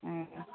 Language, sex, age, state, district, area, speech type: Bengali, female, 45-60, West Bengal, Darjeeling, urban, conversation